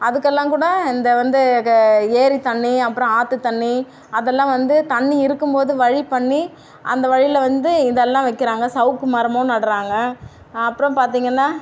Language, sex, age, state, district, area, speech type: Tamil, female, 30-45, Tamil Nadu, Tiruvannamalai, urban, spontaneous